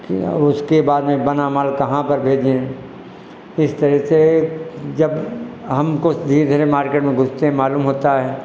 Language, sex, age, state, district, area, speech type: Hindi, male, 60+, Uttar Pradesh, Lucknow, rural, spontaneous